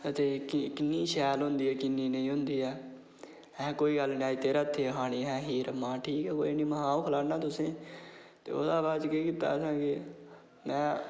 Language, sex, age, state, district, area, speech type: Dogri, male, 18-30, Jammu and Kashmir, Udhampur, rural, spontaneous